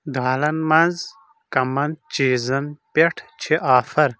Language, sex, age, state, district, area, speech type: Kashmiri, male, 18-30, Jammu and Kashmir, Anantnag, rural, read